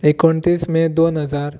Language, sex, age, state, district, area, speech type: Goan Konkani, male, 18-30, Goa, Tiswadi, rural, spontaneous